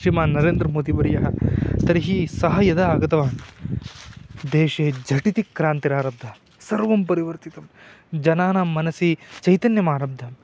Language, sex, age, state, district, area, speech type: Sanskrit, male, 18-30, Karnataka, Uttara Kannada, rural, spontaneous